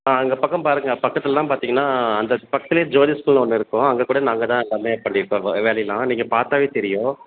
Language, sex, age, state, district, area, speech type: Tamil, male, 30-45, Tamil Nadu, Salem, urban, conversation